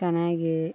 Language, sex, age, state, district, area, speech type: Kannada, female, 18-30, Karnataka, Vijayanagara, rural, spontaneous